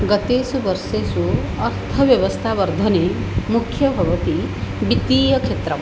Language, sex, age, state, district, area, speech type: Sanskrit, female, 45-60, Odisha, Puri, urban, spontaneous